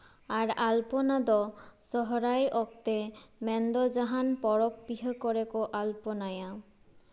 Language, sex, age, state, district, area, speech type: Santali, female, 18-30, West Bengal, Purba Bardhaman, rural, spontaneous